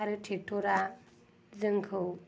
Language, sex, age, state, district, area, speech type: Bodo, female, 18-30, Assam, Kokrajhar, rural, spontaneous